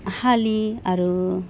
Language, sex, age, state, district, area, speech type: Bodo, female, 30-45, Assam, Udalguri, urban, spontaneous